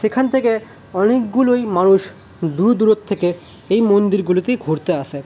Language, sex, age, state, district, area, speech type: Bengali, male, 18-30, West Bengal, Paschim Bardhaman, rural, spontaneous